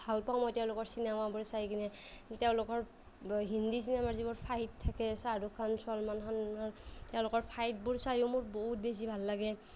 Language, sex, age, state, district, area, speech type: Assamese, female, 30-45, Assam, Nagaon, rural, spontaneous